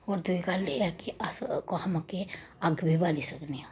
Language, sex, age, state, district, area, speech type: Dogri, female, 30-45, Jammu and Kashmir, Samba, urban, spontaneous